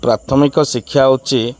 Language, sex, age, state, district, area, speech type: Odia, male, 30-45, Odisha, Kendrapara, urban, spontaneous